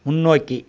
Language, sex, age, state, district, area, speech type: Tamil, male, 45-60, Tamil Nadu, Coimbatore, rural, read